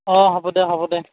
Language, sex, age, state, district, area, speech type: Assamese, male, 18-30, Assam, Darrang, rural, conversation